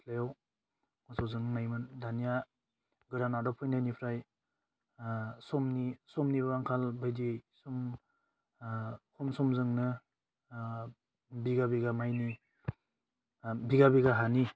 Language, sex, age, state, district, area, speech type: Bodo, male, 18-30, Assam, Udalguri, rural, spontaneous